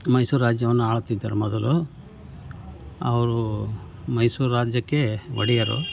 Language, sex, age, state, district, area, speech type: Kannada, male, 60+, Karnataka, Koppal, rural, spontaneous